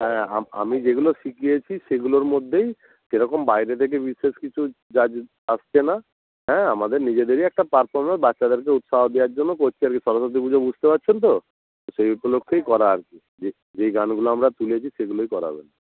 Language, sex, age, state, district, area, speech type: Bengali, male, 30-45, West Bengal, North 24 Parganas, rural, conversation